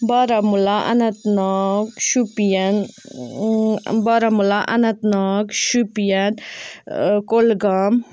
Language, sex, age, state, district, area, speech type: Kashmiri, female, 30-45, Jammu and Kashmir, Ganderbal, rural, spontaneous